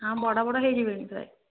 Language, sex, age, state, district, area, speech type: Odia, female, 60+, Odisha, Jharsuguda, rural, conversation